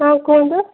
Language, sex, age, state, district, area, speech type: Odia, female, 18-30, Odisha, Koraput, urban, conversation